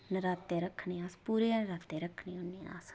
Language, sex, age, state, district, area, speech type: Dogri, female, 30-45, Jammu and Kashmir, Reasi, rural, spontaneous